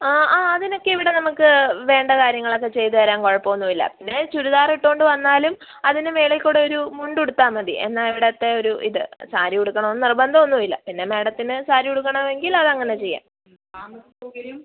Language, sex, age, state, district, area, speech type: Malayalam, female, 18-30, Kerala, Pathanamthitta, rural, conversation